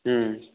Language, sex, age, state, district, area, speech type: Odia, male, 30-45, Odisha, Kalahandi, rural, conversation